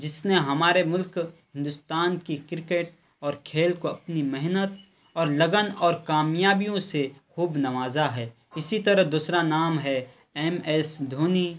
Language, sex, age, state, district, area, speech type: Urdu, male, 18-30, Bihar, Purnia, rural, spontaneous